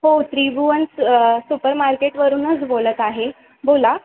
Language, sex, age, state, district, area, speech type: Marathi, female, 18-30, Maharashtra, Thane, urban, conversation